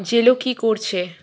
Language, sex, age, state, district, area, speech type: Bengali, female, 45-60, West Bengal, Purba Bardhaman, urban, read